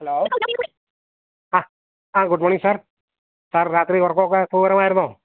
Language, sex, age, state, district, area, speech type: Malayalam, male, 30-45, Kerala, Idukki, rural, conversation